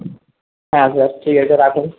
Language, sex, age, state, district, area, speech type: Bengali, male, 45-60, West Bengal, Jhargram, rural, conversation